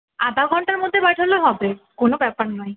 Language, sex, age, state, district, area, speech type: Bengali, female, 30-45, West Bengal, Paschim Bardhaman, urban, conversation